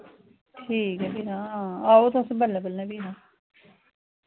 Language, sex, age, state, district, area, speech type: Dogri, female, 45-60, Jammu and Kashmir, Udhampur, rural, conversation